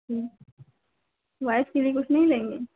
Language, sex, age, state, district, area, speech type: Hindi, female, 30-45, Uttar Pradesh, Sitapur, rural, conversation